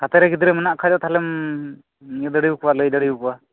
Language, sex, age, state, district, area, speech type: Santali, male, 30-45, West Bengal, Birbhum, rural, conversation